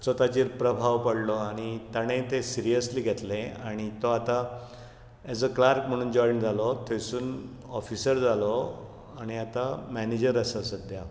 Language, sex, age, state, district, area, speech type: Goan Konkani, male, 60+, Goa, Bardez, rural, spontaneous